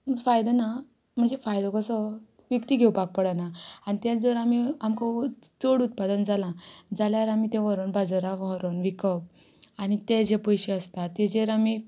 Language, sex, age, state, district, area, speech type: Goan Konkani, female, 18-30, Goa, Ponda, rural, spontaneous